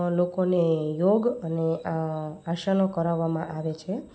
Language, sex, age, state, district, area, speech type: Gujarati, female, 30-45, Gujarat, Rajkot, urban, spontaneous